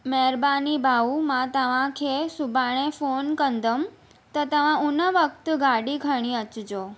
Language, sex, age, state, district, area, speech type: Sindhi, female, 18-30, Maharashtra, Mumbai Suburban, urban, spontaneous